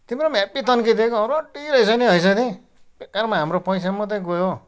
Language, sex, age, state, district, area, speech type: Nepali, male, 60+, West Bengal, Kalimpong, rural, spontaneous